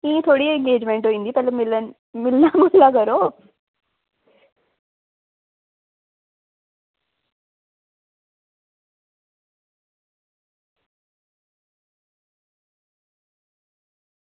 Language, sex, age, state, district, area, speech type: Dogri, female, 18-30, Jammu and Kashmir, Udhampur, rural, conversation